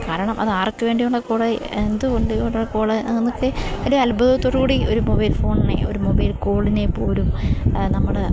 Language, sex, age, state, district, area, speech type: Malayalam, female, 18-30, Kerala, Idukki, rural, spontaneous